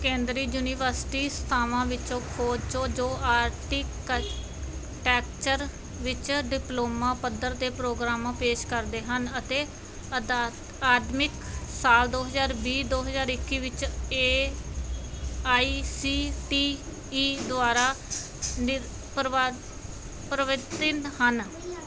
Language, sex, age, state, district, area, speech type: Punjabi, female, 30-45, Punjab, Muktsar, urban, read